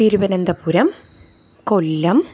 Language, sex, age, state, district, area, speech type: Malayalam, female, 30-45, Kerala, Thiruvananthapuram, urban, spontaneous